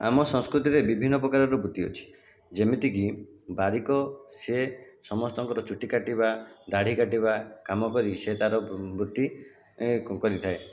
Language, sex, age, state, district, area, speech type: Odia, male, 45-60, Odisha, Jajpur, rural, spontaneous